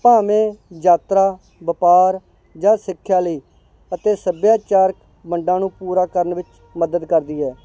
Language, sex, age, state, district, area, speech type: Punjabi, male, 30-45, Punjab, Barnala, urban, spontaneous